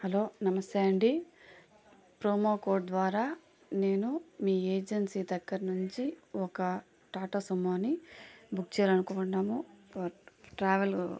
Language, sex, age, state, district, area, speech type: Telugu, female, 30-45, Andhra Pradesh, Sri Balaji, rural, spontaneous